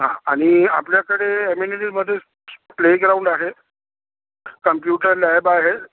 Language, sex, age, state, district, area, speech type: Marathi, male, 45-60, Maharashtra, Yavatmal, urban, conversation